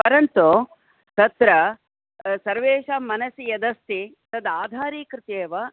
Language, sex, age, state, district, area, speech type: Sanskrit, female, 60+, Karnataka, Bangalore Urban, urban, conversation